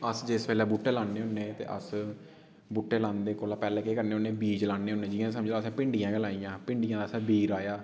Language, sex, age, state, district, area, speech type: Dogri, male, 18-30, Jammu and Kashmir, Udhampur, rural, spontaneous